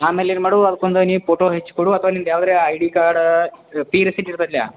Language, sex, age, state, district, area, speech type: Kannada, male, 45-60, Karnataka, Belgaum, rural, conversation